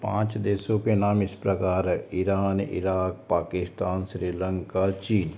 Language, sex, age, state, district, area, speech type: Hindi, male, 60+, Madhya Pradesh, Balaghat, rural, spontaneous